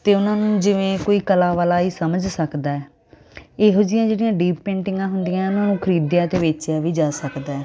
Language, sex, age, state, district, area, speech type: Punjabi, female, 30-45, Punjab, Muktsar, urban, spontaneous